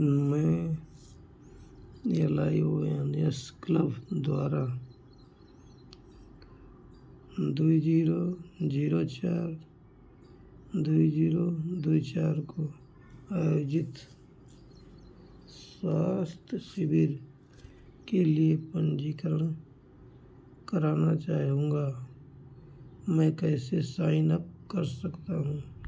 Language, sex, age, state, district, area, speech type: Hindi, male, 60+, Uttar Pradesh, Ayodhya, rural, read